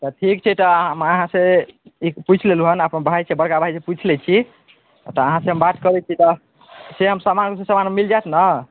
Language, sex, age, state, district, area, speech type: Maithili, male, 18-30, Bihar, Madhubani, rural, conversation